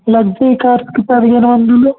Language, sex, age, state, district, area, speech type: Telugu, male, 18-30, Telangana, Mancherial, rural, conversation